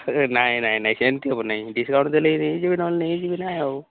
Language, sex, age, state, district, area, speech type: Odia, male, 18-30, Odisha, Nabarangpur, urban, conversation